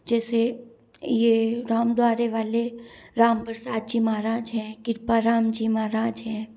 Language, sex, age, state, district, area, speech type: Hindi, female, 30-45, Rajasthan, Jodhpur, urban, spontaneous